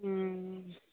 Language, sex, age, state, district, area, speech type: Maithili, female, 18-30, Bihar, Madhepura, rural, conversation